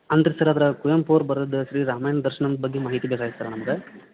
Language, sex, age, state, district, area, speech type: Kannada, male, 45-60, Karnataka, Belgaum, rural, conversation